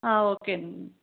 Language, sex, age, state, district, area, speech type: Telugu, female, 30-45, Andhra Pradesh, Palnadu, rural, conversation